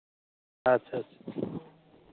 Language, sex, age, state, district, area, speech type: Santali, male, 45-60, Jharkhand, East Singhbhum, rural, conversation